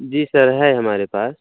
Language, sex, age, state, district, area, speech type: Hindi, male, 30-45, Uttar Pradesh, Pratapgarh, rural, conversation